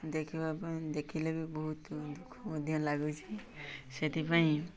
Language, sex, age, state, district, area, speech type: Odia, male, 18-30, Odisha, Mayurbhanj, rural, spontaneous